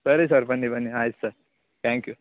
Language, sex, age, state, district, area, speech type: Kannada, male, 18-30, Karnataka, Uttara Kannada, rural, conversation